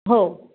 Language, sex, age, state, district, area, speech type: Marathi, female, 45-60, Maharashtra, Pune, urban, conversation